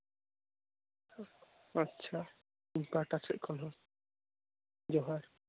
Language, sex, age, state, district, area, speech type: Santali, female, 18-30, West Bengal, Jhargram, rural, conversation